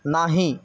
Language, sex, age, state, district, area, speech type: Marathi, male, 30-45, Maharashtra, Sindhudurg, rural, read